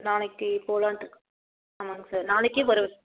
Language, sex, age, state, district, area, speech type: Tamil, female, 30-45, Tamil Nadu, Dharmapuri, rural, conversation